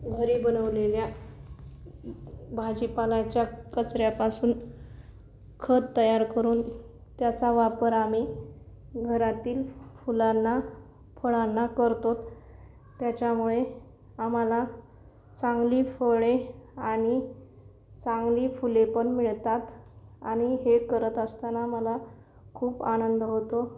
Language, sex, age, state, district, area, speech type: Marathi, female, 45-60, Maharashtra, Nanded, urban, spontaneous